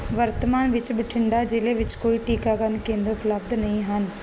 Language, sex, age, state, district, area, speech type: Punjabi, female, 30-45, Punjab, Barnala, rural, read